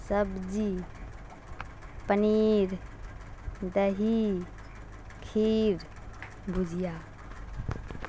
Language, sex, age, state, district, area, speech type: Urdu, female, 45-60, Bihar, Darbhanga, rural, spontaneous